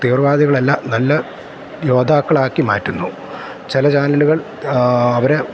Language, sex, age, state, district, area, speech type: Malayalam, male, 45-60, Kerala, Kottayam, urban, spontaneous